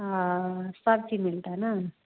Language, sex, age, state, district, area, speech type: Hindi, female, 60+, Bihar, Madhepura, rural, conversation